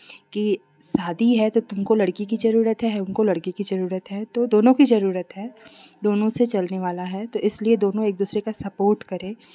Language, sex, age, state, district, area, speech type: Hindi, female, 30-45, Uttar Pradesh, Chandauli, urban, spontaneous